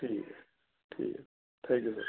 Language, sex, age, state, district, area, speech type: Urdu, male, 18-30, Uttar Pradesh, Ghaziabad, urban, conversation